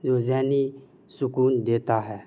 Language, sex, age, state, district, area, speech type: Urdu, male, 18-30, Bihar, Madhubani, rural, spontaneous